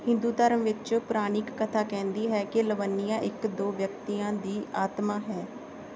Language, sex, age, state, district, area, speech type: Punjabi, female, 18-30, Punjab, Bathinda, rural, read